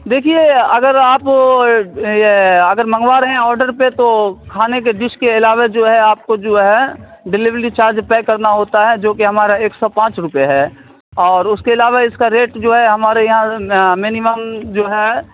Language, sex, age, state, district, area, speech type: Urdu, male, 30-45, Bihar, Saharsa, urban, conversation